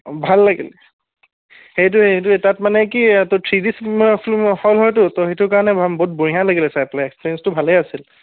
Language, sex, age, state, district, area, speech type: Assamese, male, 18-30, Assam, Charaideo, urban, conversation